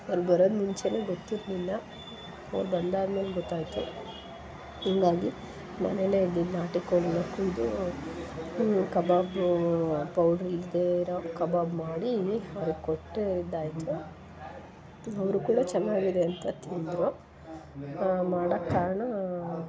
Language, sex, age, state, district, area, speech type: Kannada, female, 30-45, Karnataka, Hassan, urban, spontaneous